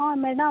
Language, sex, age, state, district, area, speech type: Odia, female, 18-30, Odisha, Balangir, urban, conversation